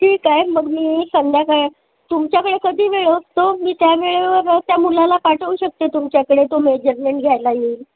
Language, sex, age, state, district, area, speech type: Marathi, female, 18-30, Maharashtra, Nagpur, urban, conversation